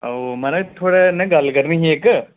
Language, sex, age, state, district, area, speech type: Dogri, male, 30-45, Jammu and Kashmir, Udhampur, rural, conversation